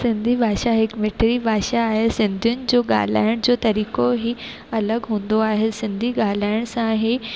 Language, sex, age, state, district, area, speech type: Sindhi, female, 18-30, Rajasthan, Ajmer, urban, spontaneous